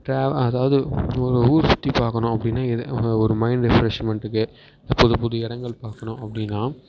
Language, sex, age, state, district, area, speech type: Tamil, male, 18-30, Tamil Nadu, Perambalur, rural, spontaneous